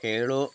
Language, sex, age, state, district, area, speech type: Malayalam, male, 60+, Kerala, Wayanad, rural, spontaneous